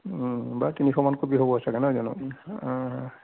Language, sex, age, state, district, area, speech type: Assamese, male, 60+, Assam, Majuli, urban, conversation